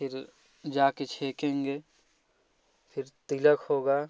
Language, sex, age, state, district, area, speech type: Hindi, male, 18-30, Uttar Pradesh, Jaunpur, rural, spontaneous